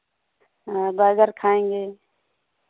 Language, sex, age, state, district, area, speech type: Hindi, female, 45-60, Uttar Pradesh, Pratapgarh, rural, conversation